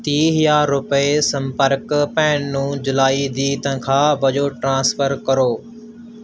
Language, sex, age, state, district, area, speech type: Punjabi, male, 18-30, Punjab, Mansa, rural, read